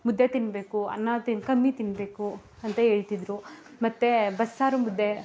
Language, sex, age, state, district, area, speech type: Kannada, female, 18-30, Karnataka, Mandya, rural, spontaneous